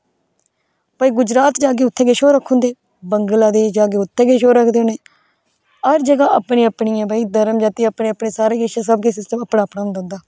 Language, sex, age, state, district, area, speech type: Dogri, female, 18-30, Jammu and Kashmir, Udhampur, rural, spontaneous